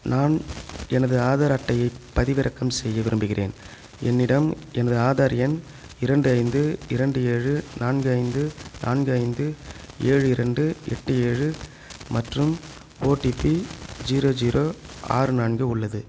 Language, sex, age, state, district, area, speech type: Tamil, male, 30-45, Tamil Nadu, Chengalpattu, rural, read